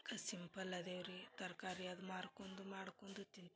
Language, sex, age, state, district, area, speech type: Kannada, female, 30-45, Karnataka, Dharwad, rural, spontaneous